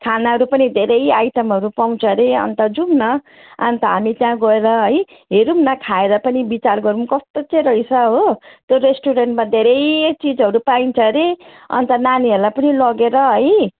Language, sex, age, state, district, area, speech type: Nepali, female, 45-60, West Bengal, Jalpaiguri, rural, conversation